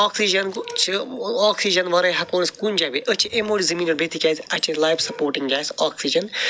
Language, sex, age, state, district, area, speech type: Kashmiri, male, 45-60, Jammu and Kashmir, Srinagar, urban, spontaneous